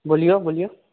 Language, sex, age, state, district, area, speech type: Maithili, male, 18-30, Bihar, Samastipur, rural, conversation